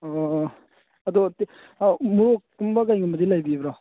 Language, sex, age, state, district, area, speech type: Manipuri, male, 45-60, Manipur, Churachandpur, rural, conversation